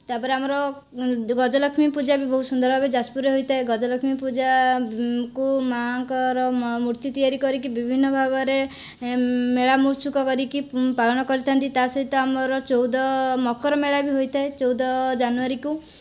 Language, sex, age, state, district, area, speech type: Odia, female, 18-30, Odisha, Jajpur, rural, spontaneous